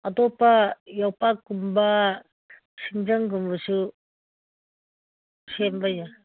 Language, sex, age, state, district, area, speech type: Manipuri, female, 45-60, Manipur, Ukhrul, rural, conversation